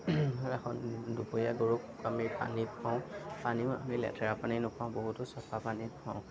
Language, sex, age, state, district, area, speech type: Assamese, male, 30-45, Assam, Darrang, rural, spontaneous